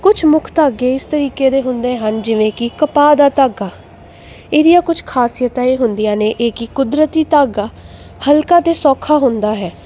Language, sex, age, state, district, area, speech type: Punjabi, female, 18-30, Punjab, Jalandhar, urban, spontaneous